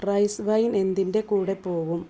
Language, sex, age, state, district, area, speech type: Malayalam, female, 30-45, Kerala, Malappuram, rural, read